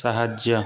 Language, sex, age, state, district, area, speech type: Odia, male, 18-30, Odisha, Nuapada, urban, read